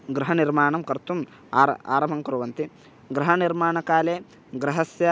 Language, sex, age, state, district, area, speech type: Sanskrit, male, 18-30, Karnataka, Bagalkot, rural, spontaneous